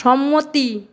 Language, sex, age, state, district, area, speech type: Bengali, female, 30-45, West Bengal, Paschim Medinipur, rural, read